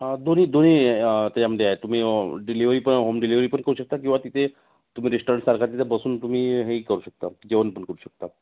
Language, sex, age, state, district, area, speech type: Marathi, male, 30-45, Maharashtra, Nagpur, urban, conversation